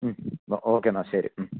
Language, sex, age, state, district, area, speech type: Malayalam, male, 45-60, Kerala, Wayanad, rural, conversation